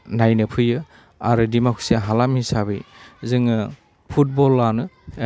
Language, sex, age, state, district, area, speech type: Bodo, male, 30-45, Assam, Udalguri, rural, spontaneous